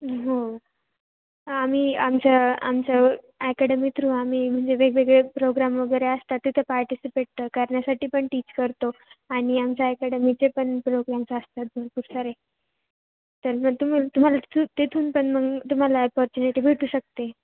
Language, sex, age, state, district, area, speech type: Marathi, female, 18-30, Maharashtra, Ahmednagar, rural, conversation